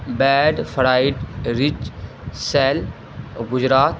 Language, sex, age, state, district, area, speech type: Urdu, male, 18-30, Bihar, Saharsa, rural, spontaneous